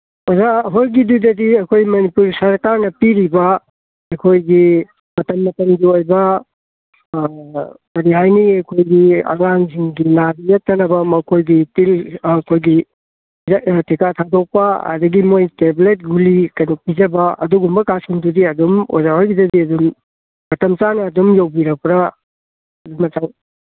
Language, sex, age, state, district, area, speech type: Manipuri, male, 60+, Manipur, Kangpokpi, urban, conversation